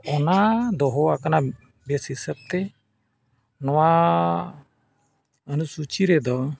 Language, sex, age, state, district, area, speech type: Santali, male, 45-60, Jharkhand, Bokaro, rural, spontaneous